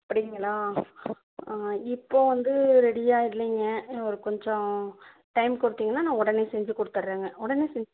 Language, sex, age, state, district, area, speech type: Tamil, female, 45-60, Tamil Nadu, Dharmapuri, rural, conversation